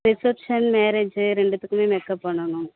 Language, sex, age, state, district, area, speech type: Tamil, female, 30-45, Tamil Nadu, Thanjavur, urban, conversation